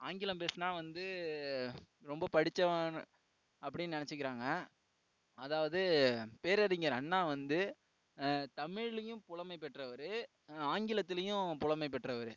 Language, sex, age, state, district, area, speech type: Tamil, male, 18-30, Tamil Nadu, Tiruvarur, urban, spontaneous